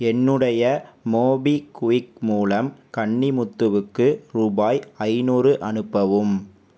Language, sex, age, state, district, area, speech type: Tamil, male, 30-45, Tamil Nadu, Pudukkottai, rural, read